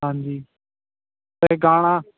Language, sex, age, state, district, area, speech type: Punjabi, male, 18-30, Punjab, Ludhiana, rural, conversation